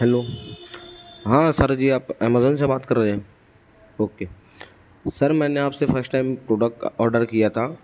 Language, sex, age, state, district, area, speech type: Urdu, male, 60+, Maharashtra, Nashik, urban, spontaneous